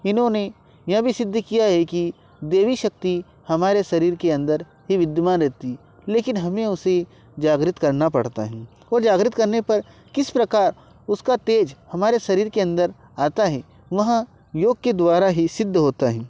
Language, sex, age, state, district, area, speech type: Hindi, male, 18-30, Madhya Pradesh, Ujjain, rural, spontaneous